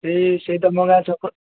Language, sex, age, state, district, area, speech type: Odia, male, 30-45, Odisha, Kendujhar, urban, conversation